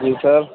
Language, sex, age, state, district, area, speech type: Urdu, male, 60+, Delhi, Central Delhi, rural, conversation